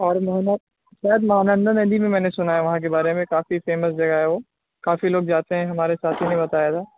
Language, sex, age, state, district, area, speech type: Urdu, male, 18-30, Bihar, Purnia, rural, conversation